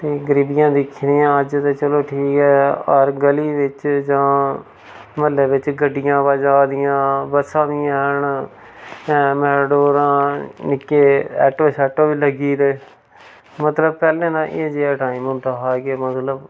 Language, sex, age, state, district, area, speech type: Dogri, male, 30-45, Jammu and Kashmir, Reasi, rural, spontaneous